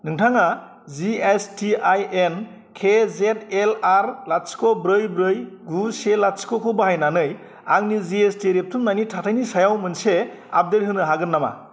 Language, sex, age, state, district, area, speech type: Bodo, male, 30-45, Assam, Kokrajhar, rural, read